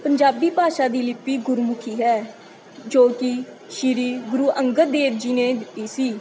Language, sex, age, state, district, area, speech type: Punjabi, female, 18-30, Punjab, Mansa, rural, spontaneous